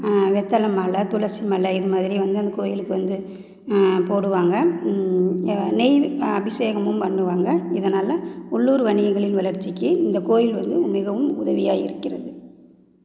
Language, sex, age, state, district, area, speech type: Tamil, female, 30-45, Tamil Nadu, Namakkal, rural, spontaneous